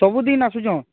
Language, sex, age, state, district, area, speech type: Odia, male, 45-60, Odisha, Nuapada, urban, conversation